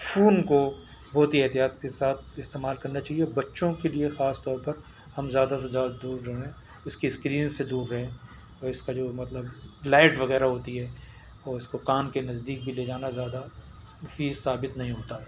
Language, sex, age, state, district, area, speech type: Urdu, male, 60+, Telangana, Hyderabad, urban, spontaneous